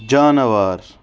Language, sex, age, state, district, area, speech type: Kashmiri, male, 18-30, Jammu and Kashmir, Budgam, urban, read